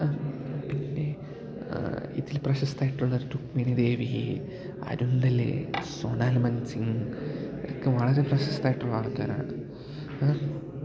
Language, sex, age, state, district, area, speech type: Malayalam, male, 18-30, Kerala, Idukki, rural, spontaneous